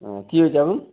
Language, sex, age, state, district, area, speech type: Bengali, male, 45-60, West Bengal, North 24 Parganas, urban, conversation